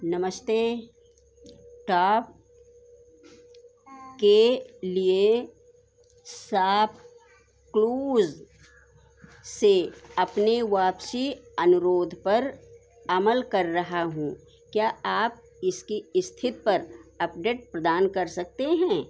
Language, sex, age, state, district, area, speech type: Hindi, female, 60+, Uttar Pradesh, Sitapur, rural, read